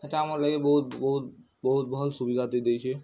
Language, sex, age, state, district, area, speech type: Odia, male, 18-30, Odisha, Bargarh, urban, spontaneous